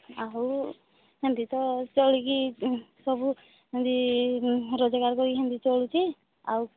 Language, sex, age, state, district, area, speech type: Odia, female, 30-45, Odisha, Sambalpur, rural, conversation